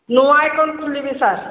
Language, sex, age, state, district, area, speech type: Odia, female, 45-60, Odisha, Sambalpur, rural, conversation